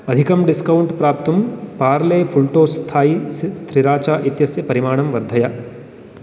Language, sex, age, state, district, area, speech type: Sanskrit, male, 30-45, Karnataka, Uttara Kannada, rural, read